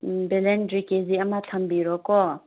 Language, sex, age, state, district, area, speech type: Manipuri, female, 30-45, Manipur, Chandel, rural, conversation